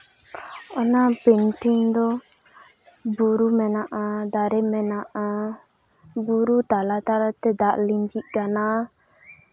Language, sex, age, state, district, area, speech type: Santali, female, 18-30, West Bengal, Jhargram, rural, spontaneous